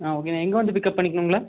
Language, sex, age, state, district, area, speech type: Tamil, male, 18-30, Tamil Nadu, Erode, rural, conversation